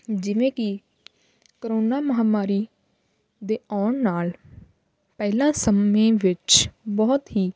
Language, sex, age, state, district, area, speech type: Punjabi, female, 18-30, Punjab, Hoshiarpur, rural, spontaneous